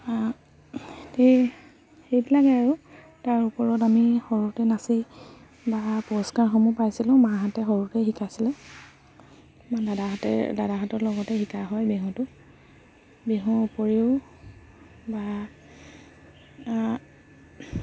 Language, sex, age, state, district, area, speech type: Assamese, female, 30-45, Assam, Lakhimpur, rural, spontaneous